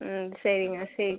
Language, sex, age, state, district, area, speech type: Tamil, female, 18-30, Tamil Nadu, Viluppuram, rural, conversation